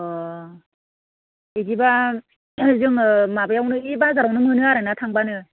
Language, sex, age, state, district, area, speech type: Bodo, female, 30-45, Assam, Baksa, rural, conversation